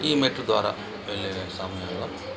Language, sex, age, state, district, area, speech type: Telugu, male, 45-60, Andhra Pradesh, Bapatla, urban, spontaneous